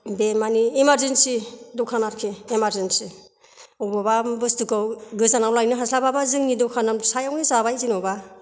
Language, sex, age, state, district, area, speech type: Bodo, female, 60+, Assam, Kokrajhar, rural, spontaneous